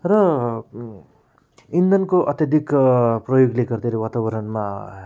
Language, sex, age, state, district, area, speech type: Nepali, male, 45-60, West Bengal, Alipurduar, rural, spontaneous